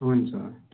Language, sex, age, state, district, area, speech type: Nepali, male, 18-30, West Bengal, Darjeeling, rural, conversation